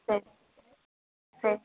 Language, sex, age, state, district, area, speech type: Tamil, female, 45-60, Tamil Nadu, Coimbatore, rural, conversation